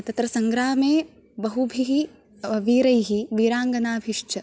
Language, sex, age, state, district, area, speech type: Sanskrit, female, 18-30, Maharashtra, Thane, urban, spontaneous